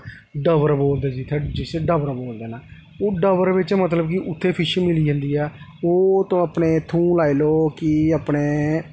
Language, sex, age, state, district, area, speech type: Dogri, male, 30-45, Jammu and Kashmir, Jammu, rural, spontaneous